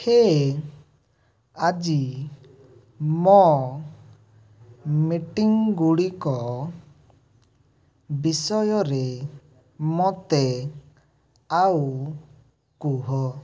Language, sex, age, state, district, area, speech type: Odia, male, 18-30, Odisha, Rayagada, rural, read